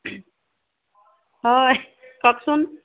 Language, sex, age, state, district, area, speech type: Assamese, female, 30-45, Assam, Sivasagar, rural, conversation